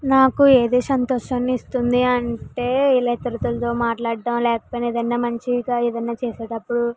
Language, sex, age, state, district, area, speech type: Telugu, female, 60+, Andhra Pradesh, Kakinada, rural, spontaneous